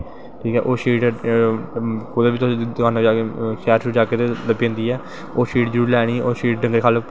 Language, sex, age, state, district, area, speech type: Dogri, male, 18-30, Jammu and Kashmir, Jammu, rural, spontaneous